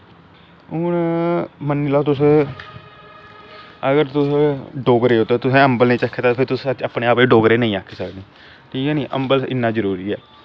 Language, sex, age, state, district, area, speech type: Dogri, male, 18-30, Jammu and Kashmir, Samba, urban, spontaneous